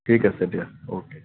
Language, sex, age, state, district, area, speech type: Assamese, male, 30-45, Assam, Nagaon, rural, conversation